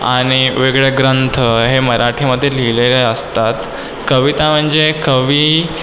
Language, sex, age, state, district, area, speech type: Marathi, female, 18-30, Maharashtra, Nagpur, urban, spontaneous